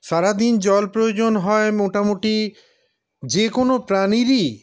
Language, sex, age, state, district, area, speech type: Bengali, male, 60+, West Bengal, Paschim Bardhaman, urban, spontaneous